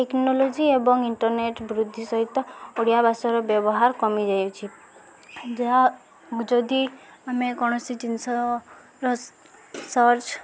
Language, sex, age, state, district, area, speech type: Odia, female, 18-30, Odisha, Subarnapur, urban, spontaneous